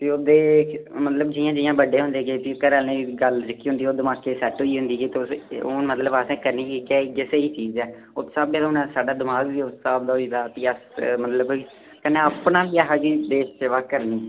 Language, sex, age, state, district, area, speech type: Dogri, male, 18-30, Jammu and Kashmir, Udhampur, rural, conversation